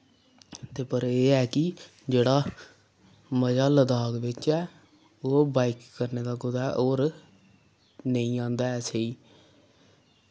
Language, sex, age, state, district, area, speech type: Dogri, male, 18-30, Jammu and Kashmir, Samba, rural, spontaneous